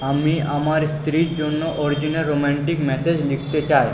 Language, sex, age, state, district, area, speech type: Bengali, male, 45-60, West Bengal, Purba Bardhaman, urban, read